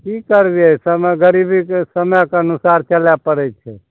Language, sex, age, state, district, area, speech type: Maithili, male, 60+, Bihar, Begusarai, urban, conversation